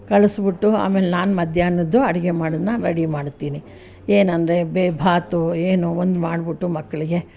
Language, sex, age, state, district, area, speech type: Kannada, female, 60+, Karnataka, Mysore, rural, spontaneous